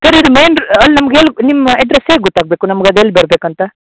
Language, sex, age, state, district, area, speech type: Kannada, male, 18-30, Karnataka, Uttara Kannada, rural, conversation